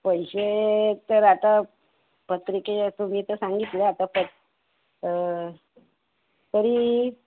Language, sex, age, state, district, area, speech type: Marathi, female, 60+, Maharashtra, Nagpur, urban, conversation